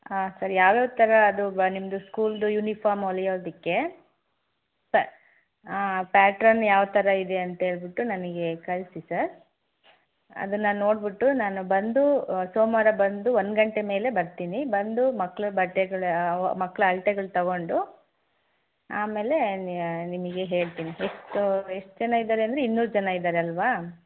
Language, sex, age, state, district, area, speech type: Kannada, female, 18-30, Karnataka, Davanagere, rural, conversation